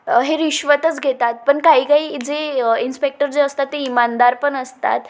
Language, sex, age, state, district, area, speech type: Marathi, female, 18-30, Maharashtra, Wardha, rural, spontaneous